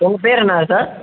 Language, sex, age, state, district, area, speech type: Tamil, male, 18-30, Tamil Nadu, Madurai, urban, conversation